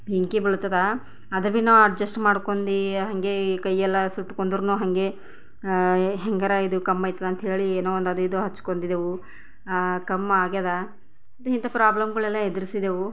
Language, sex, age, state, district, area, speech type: Kannada, female, 30-45, Karnataka, Bidar, rural, spontaneous